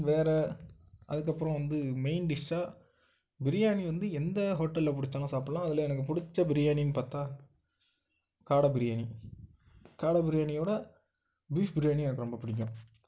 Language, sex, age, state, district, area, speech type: Tamil, male, 18-30, Tamil Nadu, Nagapattinam, rural, spontaneous